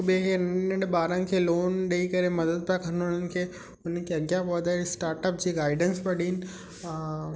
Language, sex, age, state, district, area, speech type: Sindhi, male, 18-30, Gujarat, Kutch, urban, spontaneous